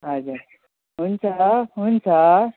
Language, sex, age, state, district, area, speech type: Nepali, female, 45-60, West Bengal, Jalpaiguri, urban, conversation